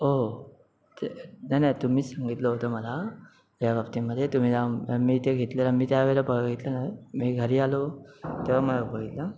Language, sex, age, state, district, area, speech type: Marathi, male, 30-45, Maharashtra, Ratnagiri, urban, spontaneous